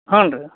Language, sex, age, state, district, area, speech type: Kannada, male, 45-60, Karnataka, Belgaum, rural, conversation